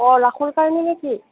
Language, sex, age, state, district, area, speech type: Assamese, male, 30-45, Assam, Nalbari, rural, conversation